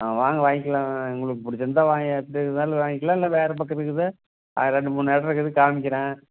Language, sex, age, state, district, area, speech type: Tamil, male, 45-60, Tamil Nadu, Namakkal, rural, conversation